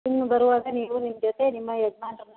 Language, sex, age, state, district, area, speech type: Kannada, female, 60+, Karnataka, Kodagu, rural, conversation